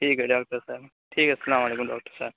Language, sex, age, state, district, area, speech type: Urdu, male, 45-60, Uttar Pradesh, Aligarh, rural, conversation